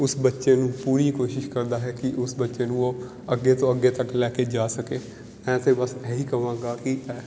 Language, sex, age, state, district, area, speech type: Punjabi, male, 18-30, Punjab, Pathankot, urban, spontaneous